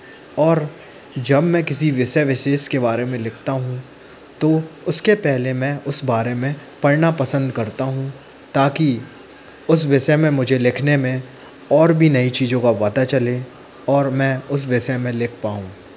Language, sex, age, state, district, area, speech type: Hindi, male, 18-30, Madhya Pradesh, Jabalpur, urban, spontaneous